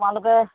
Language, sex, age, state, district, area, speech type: Assamese, female, 60+, Assam, Dibrugarh, rural, conversation